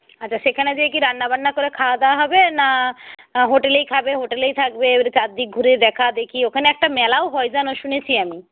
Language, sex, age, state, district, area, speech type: Bengali, female, 45-60, West Bengal, Purba Medinipur, rural, conversation